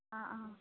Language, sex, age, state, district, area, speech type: Malayalam, female, 18-30, Kerala, Wayanad, rural, conversation